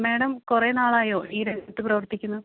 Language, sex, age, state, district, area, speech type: Malayalam, female, 18-30, Kerala, Kannur, rural, conversation